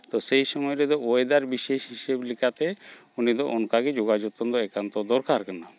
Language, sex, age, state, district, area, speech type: Santali, male, 45-60, West Bengal, Malda, rural, spontaneous